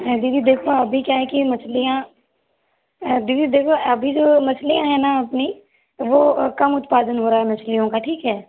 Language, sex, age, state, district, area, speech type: Hindi, female, 45-60, Madhya Pradesh, Balaghat, rural, conversation